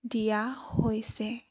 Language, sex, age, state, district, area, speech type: Assamese, female, 18-30, Assam, Charaideo, urban, spontaneous